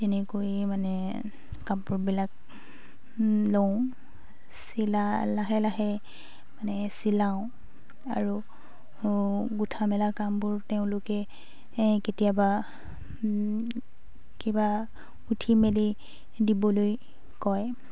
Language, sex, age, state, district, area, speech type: Assamese, female, 18-30, Assam, Sivasagar, rural, spontaneous